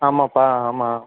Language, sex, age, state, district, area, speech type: Tamil, male, 30-45, Tamil Nadu, Ariyalur, rural, conversation